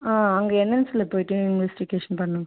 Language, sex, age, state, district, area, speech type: Tamil, female, 18-30, Tamil Nadu, Cuddalore, urban, conversation